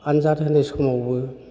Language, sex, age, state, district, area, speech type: Bodo, male, 45-60, Assam, Udalguri, urban, spontaneous